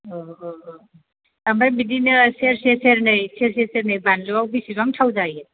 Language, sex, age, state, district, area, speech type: Bodo, female, 30-45, Assam, Chirang, rural, conversation